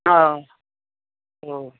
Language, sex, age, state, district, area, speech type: Sanskrit, male, 45-60, Karnataka, Bangalore Urban, urban, conversation